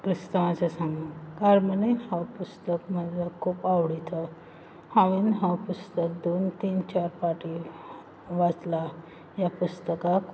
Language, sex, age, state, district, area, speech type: Goan Konkani, female, 18-30, Goa, Quepem, rural, spontaneous